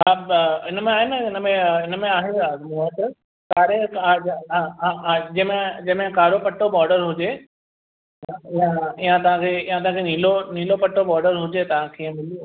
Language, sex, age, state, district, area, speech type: Sindhi, male, 30-45, Maharashtra, Mumbai Suburban, urban, conversation